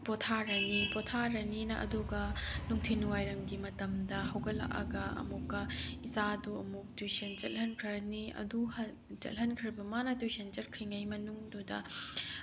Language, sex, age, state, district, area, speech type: Manipuri, female, 30-45, Manipur, Tengnoupal, urban, spontaneous